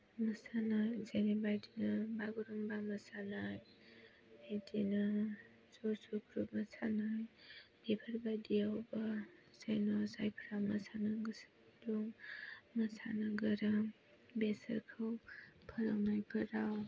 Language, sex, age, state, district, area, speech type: Bodo, female, 18-30, Assam, Kokrajhar, rural, spontaneous